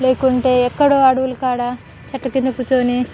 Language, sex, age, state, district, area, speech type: Telugu, female, 18-30, Telangana, Khammam, urban, spontaneous